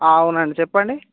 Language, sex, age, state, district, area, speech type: Telugu, male, 18-30, Telangana, Nirmal, rural, conversation